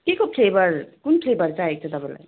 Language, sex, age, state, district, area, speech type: Nepali, female, 30-45, West Bengal, Darjeeling, rural, conversation